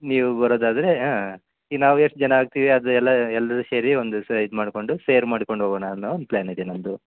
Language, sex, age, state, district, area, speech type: Kannada, male, 30-45, Karnataka, Koppal, rural, conversation